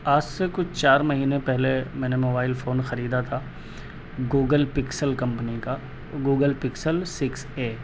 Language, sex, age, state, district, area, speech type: Urdu, male, 30-45, Delhi, South Delhi, urban, spontaneous